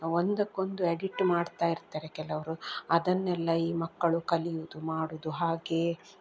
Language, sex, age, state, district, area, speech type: Kannada, female, 45-60, Karnataka, Udupi, rural, spontaneous